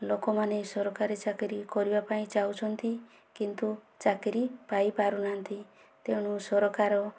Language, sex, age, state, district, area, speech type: Odia, female, 30-45, Odisha, Kandhamal, rural, spontaneous